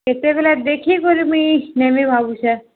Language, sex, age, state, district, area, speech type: Odia, male, 45-60, Odisha, Nuapada, urban, conversation